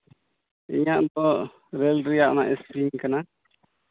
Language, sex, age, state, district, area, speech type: Santali, male, 30-45, West Bengal, Malda, rural, conversation